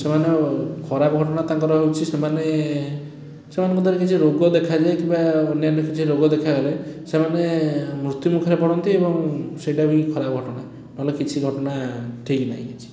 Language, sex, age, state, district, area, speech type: Odia, male, 30-45, Odisha, Puri, urban, spontaneous